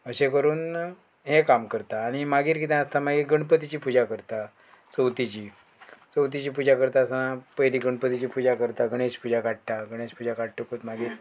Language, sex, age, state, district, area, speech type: Goan Konkani, male, 45-60, Goa, Murmgao, rural, spontaneous